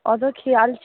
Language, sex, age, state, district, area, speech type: Bengali, female, 18-30, West Bengal, Darjeeling, rural, conversation